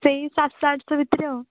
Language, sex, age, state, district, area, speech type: Odia, female, 18-30, Odisha, Balasore, rural, conversation